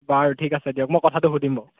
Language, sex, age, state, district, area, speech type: Assamese, male, 18-30, Assam, Golaghat, rural, conversation